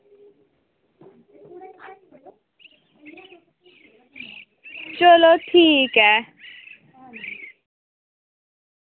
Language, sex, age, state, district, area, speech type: Dogri, female, 18-30, Jammu and Kashmir, Samba, rural, conversation